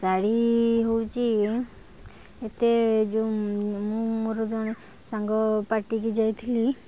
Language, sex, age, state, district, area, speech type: Odia, female, 60+, Odisha, Kendujhar, urban, spontaneous